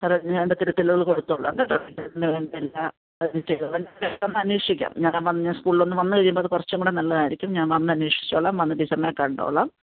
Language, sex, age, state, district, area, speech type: Malayalam, female, 45-60, Kerala, Alappuzha, rural, conversation